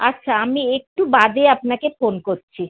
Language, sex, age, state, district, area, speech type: Bengali, female, 45-60, West Bengal, Howrah, urban, conversation